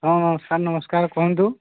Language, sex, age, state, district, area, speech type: Odia, male, 45-60, Odisha, Nuapada, urban, conversation